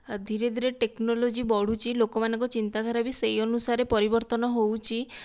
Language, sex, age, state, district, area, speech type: Odia, female, 18-30, Odisha, Dhenkanal, rural, spontaneous